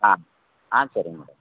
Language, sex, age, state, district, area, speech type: Tamil, male, 45-60, Tamil Nadu, Tenkasi, urban, conversation